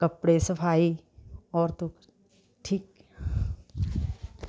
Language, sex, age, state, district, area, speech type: Punjabi, female, 60+, Punjab, Rupnagar, urban, spontaneous